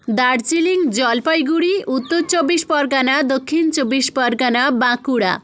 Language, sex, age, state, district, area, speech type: Bengali, female, 30-45, West Bengal, Jalpaiguri, rural, spontaneous